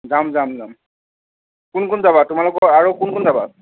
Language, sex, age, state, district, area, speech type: Assamese, male, 30-45, Assam, Nagaon, rural, conversation